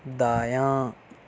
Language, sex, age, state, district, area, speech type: Urdu, male, 45-60, Maharashtra, Nashik, urban, read